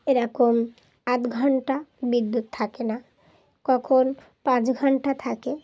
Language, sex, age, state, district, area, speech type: Bengali, female, 30-45, West Bengal, Dakshin Dinajpur, urban, spontaneous